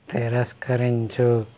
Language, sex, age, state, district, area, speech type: Telugu, male, 18-30, Andhra Pradesh, Konaseema, rural, read